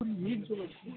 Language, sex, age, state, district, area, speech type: Telugu, male, 18-30, Telangana, Nalgonda, rural, conversation